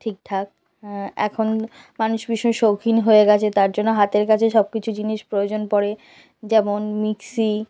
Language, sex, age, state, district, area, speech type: Bengali, female, 18-30, West Bengal, South 24 Parganas, rural, spontaneous